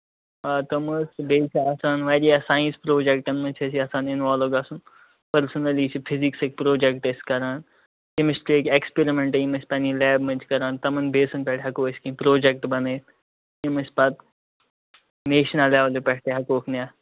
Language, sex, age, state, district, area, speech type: Kashmiri, male, 30-45, Jammu and Kashmir, Kupwara, rural, conversation